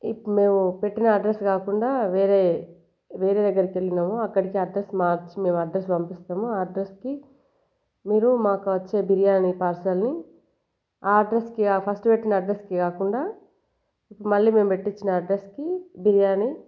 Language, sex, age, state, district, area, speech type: Telugu, female, 30-45, Telangana, Jagtial, rural, spontaneous